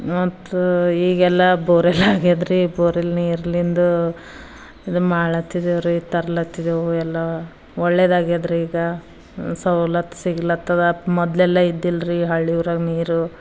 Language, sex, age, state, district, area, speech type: Kannada, female, 45-60, Karnataka, Bidar, rural, spontaneous